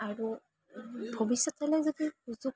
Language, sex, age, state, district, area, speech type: Assamese, female, 18-30, Assam, Kamrup Metropolitan, urban, spontaneous